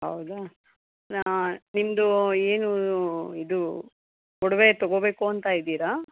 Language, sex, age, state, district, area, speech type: Kannada, female, 30-45, Karnataka, Chikkaballapur, urban, conversation